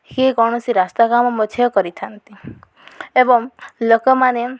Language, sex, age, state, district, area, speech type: Odia, female, 30-45, Odisha, Koraput, urban, spontaneous